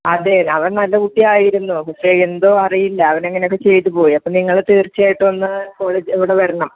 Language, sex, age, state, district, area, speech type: Malayalam, female, 45-60, Kerala, Malappuram, rural, conversation